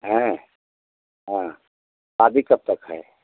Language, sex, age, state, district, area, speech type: Hindi, male, 60+, Uttar Pradesh, Mau, rural, conversation